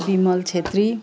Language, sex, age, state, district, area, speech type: Nepali, female, 60+, West Bengal, Kalimpong, rural, spontaneous